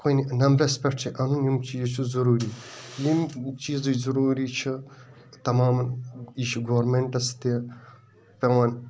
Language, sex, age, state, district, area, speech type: Kashmiri, male, 18-30, Jammu and Kashmir, Bandipora, rural, spontaneous